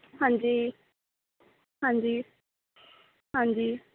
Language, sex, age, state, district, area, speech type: Punjabi, female, 30-45, Punjab, Mohali, urban, conversation